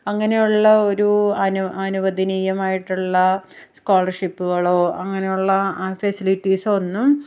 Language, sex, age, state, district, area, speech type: Malayalam, female, 30-45, Kerala, Ernakulam, rural, spontaneous